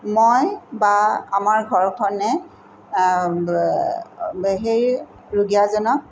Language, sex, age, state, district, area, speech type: Assamese, female, 45-60, Assam, Tinsukia, rural, spontaneous